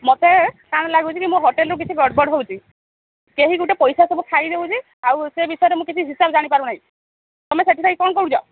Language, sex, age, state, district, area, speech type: Odia, female, 30-45, Odisha, Sambalpur, rural, conversation